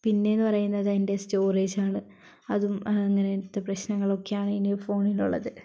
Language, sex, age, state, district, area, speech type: Malayalam, female, 18-30, Kerala, Wayanad, rural, spontaneous